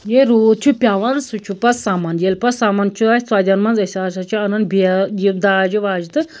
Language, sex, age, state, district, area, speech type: Kashmiri, female, 30-45, Jammu and Kashmir, Anantnag, rural, spontaneous